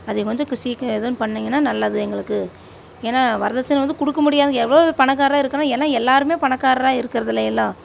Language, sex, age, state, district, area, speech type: Tamil, female, 45-60, Tamil Nadu, Coimbatore, rural, spontaneous